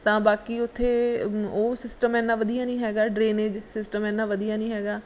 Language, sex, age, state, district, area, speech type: Punjabi, female, 30-45, Punjab, Mansa, urban, spontaneous